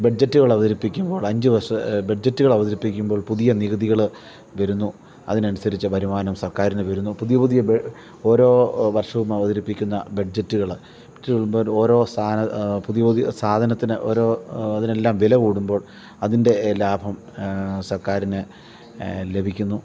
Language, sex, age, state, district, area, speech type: Malayalam, male, 45-60, Kerala, Kottayam, urban, spontaneous